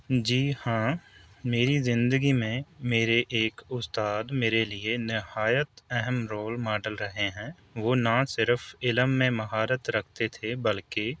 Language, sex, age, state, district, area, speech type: Urdu, male, 30-45, Delhi, New Delhi, urban, spontaneous